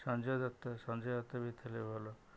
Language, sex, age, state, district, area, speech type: Odia, male, 60+, Odisha, Jagatsinghpur, rural, spontaneous